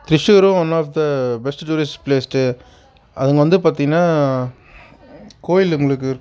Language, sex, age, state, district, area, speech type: Tamil, male, 30-45, Tamil Nadu, Perambalur, rural, spontaneous